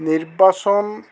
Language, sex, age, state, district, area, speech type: Assamese, male, 60+, Assam, Goalpara, urban, spontaneous